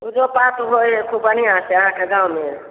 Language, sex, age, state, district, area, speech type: Maithili, female, 60+, Bihar, Samastipur, rural, conversation